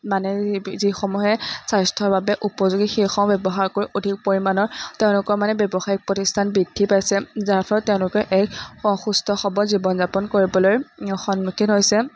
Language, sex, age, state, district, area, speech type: Assamese, female, 18-30, Assam, Majuli, urban, spontaneous